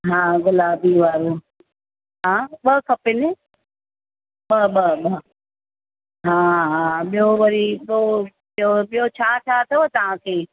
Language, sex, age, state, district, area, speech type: Sindhi, female, 60+, Uttar Pradesh, Lucknow, urban, conversation